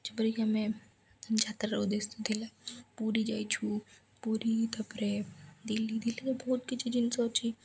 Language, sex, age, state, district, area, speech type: Odia, female, 18-30, Odisha, Ganjam, urban, spontaneous